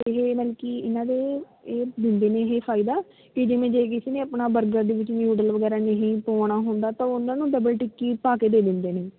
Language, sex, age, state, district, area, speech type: Punjabi, female, 18-30, Punjab, Fatehgarh Sahib, rural, conversation